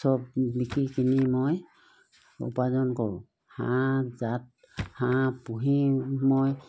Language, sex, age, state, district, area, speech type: Assamese, female, 60+, Assam, Charaideo, rural, spontaneous